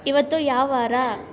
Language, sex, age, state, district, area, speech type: Kannada, female, 18-30, Karnataka, Kolar, rural, read